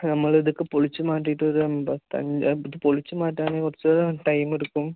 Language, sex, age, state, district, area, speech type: Malayalam, male, 18-30, Kerala, Palakkad, rural, conversation